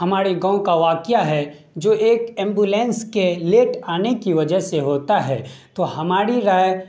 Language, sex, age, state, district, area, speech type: Urdu, male, 18-30, Bihar, Darbhanga, rural, spontaneous